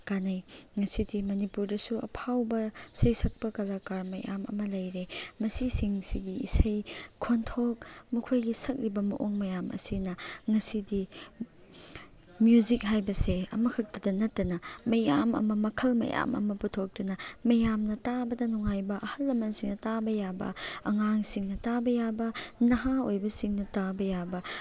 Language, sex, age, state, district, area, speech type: Manipuri, female, 45-60, Manipur, Chandel, rural, spontaneous